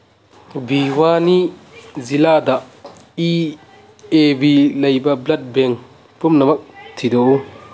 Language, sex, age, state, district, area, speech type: Manipuri, male, 45-60, Manipur, Churachandpur, rural, read